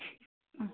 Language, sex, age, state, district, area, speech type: Assamese, female, 45-60, Assam, Kamrup Metropolitan, urban, conversation